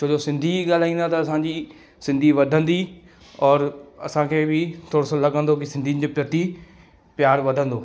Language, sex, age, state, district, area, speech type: Sindhi, male, 18-30, Madhya Pradesh, Katni, urban, spontaneous